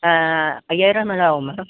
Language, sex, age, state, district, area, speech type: Tamil, male, 18-30, Tamil Nadu, Mayiladuthurai, urban, conversation